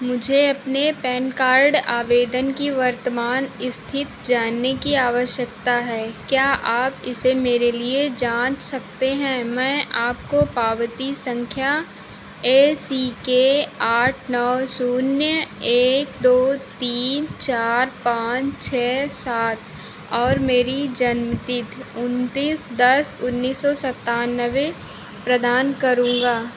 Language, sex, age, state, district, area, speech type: Hindi, female, 45-60, Uttar Pradesh, Ayodhya, rural, read